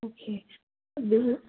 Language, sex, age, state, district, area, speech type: Manipuri, female, 45-60, Manipur, Churachandpur, rural, conversation